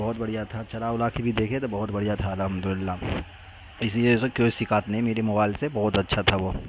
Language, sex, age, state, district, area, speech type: Urdu, male, 18-30, Bihar, Madhubani, rural, spontaneous